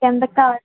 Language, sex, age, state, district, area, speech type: Telugu, female, 18-30, Andhra Pradesh, Srikakulam, urban, conversation